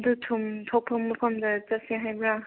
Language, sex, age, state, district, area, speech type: Manipuri, female, 18-30, Manipur, Kangpokpi, urban, conversation